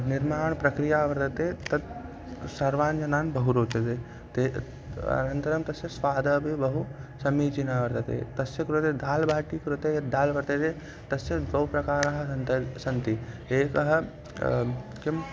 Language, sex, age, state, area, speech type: Sanskrit, male, 18-30, Madhya Pradesh, rural, spontaneous